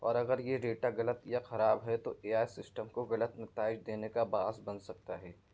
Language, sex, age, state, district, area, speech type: Urdu, male, 18-30, Maharashtra, Nashik, urban, spontaneous